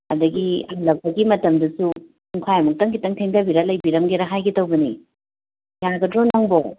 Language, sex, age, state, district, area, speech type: Manipuri, female, 30-45, Manipur, Imphal West, urban, conversation